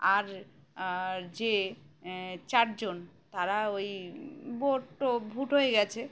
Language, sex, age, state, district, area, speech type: Bengali, female, 30-45, West Bengal, Birbhum, urban, spontaneous